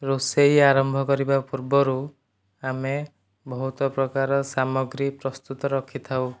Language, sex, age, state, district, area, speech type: Odia, male, 45-60, Odisha, Nayagarh, rural, spontaneous